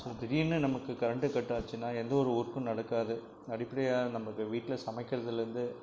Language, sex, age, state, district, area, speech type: Tamil, male, 45-60, Tamil Nadu, Krishnagiri, rural, spontaneous